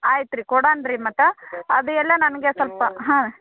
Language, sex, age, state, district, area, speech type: Kannada, female, 30-45, Karnataka, Koppal, rural, conversation